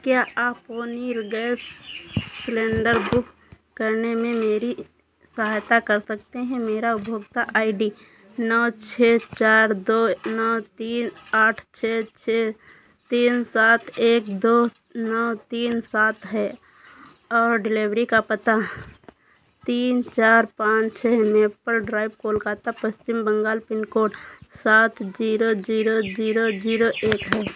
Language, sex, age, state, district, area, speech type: Hindi, female, 30-45, Uttar Pradesh, Sitapur, rural, read